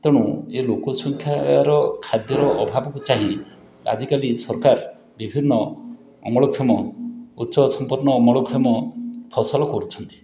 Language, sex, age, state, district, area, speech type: Odia, male, 60+, Odisha, Puri, urban, spontaneous